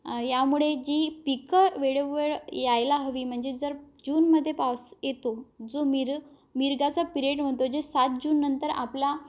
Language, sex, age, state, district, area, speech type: Marathi, female, 18-30, Maharashtra, Amravati, rural, spontaneous